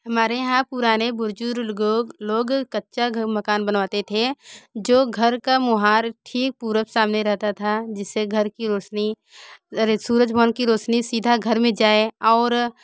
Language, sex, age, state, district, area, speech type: Hindi, female, 30-45, Uttar Pradesh, Bhadohi, rural, spontaneous